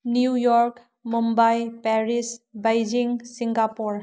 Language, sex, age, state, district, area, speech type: Manipuri, female, 18-30, Manipur, Tengnoupal, rural, spontaneous